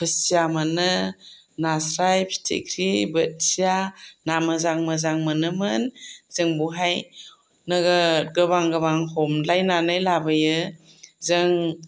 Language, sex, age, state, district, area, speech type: Bodo, female, 45-60, Assam, Chirang, rural, spontaneous